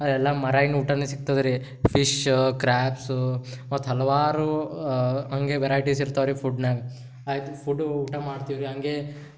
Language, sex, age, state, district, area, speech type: Kannada, male, 18-30, Karnataka, Gulbarga, urban, spontaneous